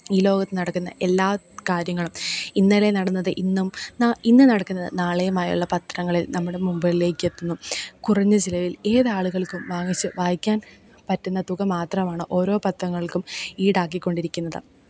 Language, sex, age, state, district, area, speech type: Malayalam, female, 18-30, Kerala, Pathanamthitta, rural, spontaneous